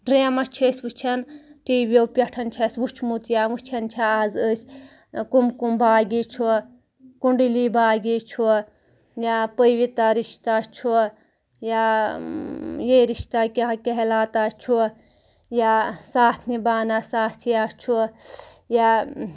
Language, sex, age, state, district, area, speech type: Kashmiri, female, 30-45, Jammu and Kashmir, Anantnag, rural, spontaneous